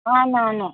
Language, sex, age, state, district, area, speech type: Telugu, female, 18-30, Telangana, Mahbubnagar, rural, conversation